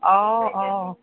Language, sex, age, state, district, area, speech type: Assamese, female, 60+, Assam, Tinsukia, rural, conversation